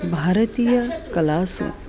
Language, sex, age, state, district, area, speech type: Sanskrit, female, 45-60, Maharashtra, Nagpur, urban, spontaneous